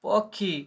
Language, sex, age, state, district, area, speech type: Odia, male, 18-30, Odisha, Balasore, rural, read